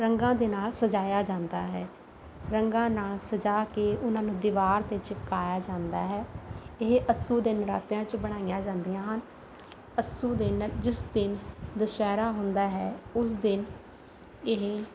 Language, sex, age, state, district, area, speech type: Punjabi, female, 30-45, Punjab, Rupnagar, rural, spontaneous